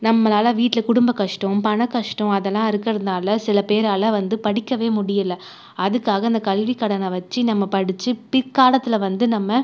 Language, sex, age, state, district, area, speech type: Tamil, female, 30-45, Tamil Nadu, Cuddalore, urban, spontaneous